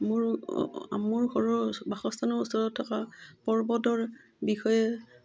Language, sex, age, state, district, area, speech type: Assamese, female, 45-60, Assam, Udalguri, rural, spontaneous